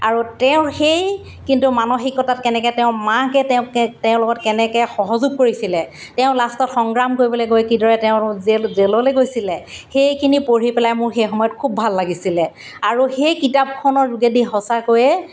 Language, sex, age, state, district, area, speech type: Assamese, female, 45-60, Assam, Golaghat, urban, spontaneous